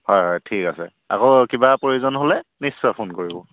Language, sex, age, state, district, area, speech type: Assamese, male, 45-60, Assam, Charaideo, rural, conversation